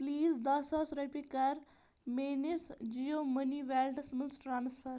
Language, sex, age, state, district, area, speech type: Kashmiri, female, 30-45, Jammu and Kashmir, Bandipora, rural, read